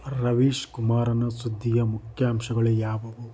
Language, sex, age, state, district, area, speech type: Kannada, male, 45-60, Karnataka, Chitradurga, rural, read